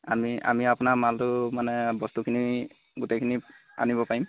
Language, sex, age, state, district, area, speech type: Assamese, male, 18-30, Assam, Golaghat, rural, conversation